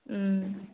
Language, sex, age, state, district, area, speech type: Telugu, female, 18-30, Telangana, Nirmal, urban, conversation